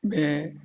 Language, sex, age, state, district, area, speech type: Sindhi, male, 60+, Rajasthan, Ajmer, urban, spontaneous